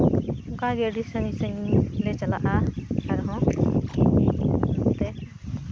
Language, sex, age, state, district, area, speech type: Santali, female, 18-30, West Bengal, Malda, rural, spontaneous